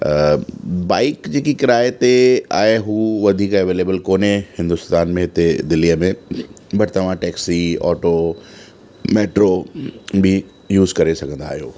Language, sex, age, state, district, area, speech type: Sindhi, male, 30-45, Delhi, South Delhi, urban, spontaneous